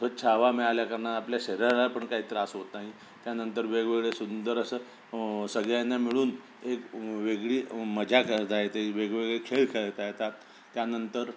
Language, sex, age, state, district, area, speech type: Marathi, male, 60+, Maharashtra, Sangli, rural, spontaneous